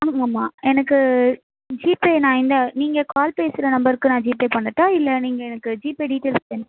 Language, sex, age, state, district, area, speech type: Tamil, female, 18-30, Tamil Nadu, Sivaganga, rural, conversation